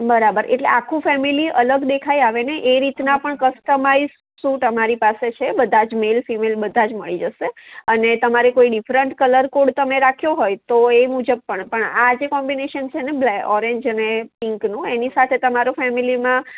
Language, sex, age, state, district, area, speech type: Gujarati, female, 18-30, Gujarat, Anand, urban, conversation